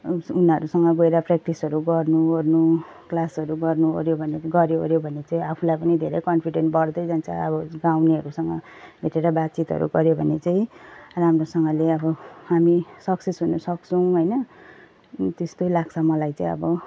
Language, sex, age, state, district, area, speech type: Nepali, female, 45-60, West Bengal, Jalpaiguri, urban, spontaneous